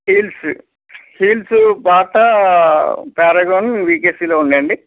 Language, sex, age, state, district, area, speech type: Telugu, male, 30-45, Telangana, Nagarkurnool, urban, conversation